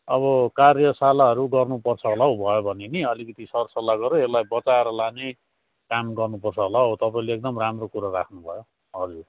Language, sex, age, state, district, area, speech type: Nepali, male, 30-45, West Bengal, Kalimpong, rural, conversation